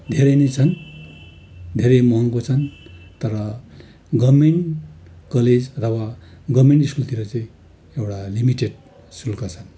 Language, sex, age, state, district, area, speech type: Nepali, male, 60+, West Bengal, Darjeeling, rural, spontaneous